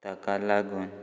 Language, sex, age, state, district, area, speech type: Goan Konkani, male, 18-30, Goa, Quepem, rural, spontaneous